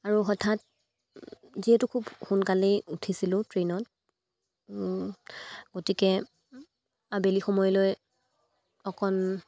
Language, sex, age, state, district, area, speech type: Assamese, female, 18-30, Assam, Dibrugarh, rural, spontaneous